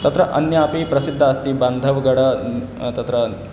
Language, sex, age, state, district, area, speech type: Sanskrit, male, 18-30, Madhya Pradesh, Ujjain, urban, spontaneous